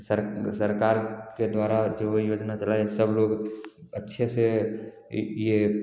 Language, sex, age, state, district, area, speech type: Hindi, male, 18-30, Bihar, Samastipur, rural, spontaneous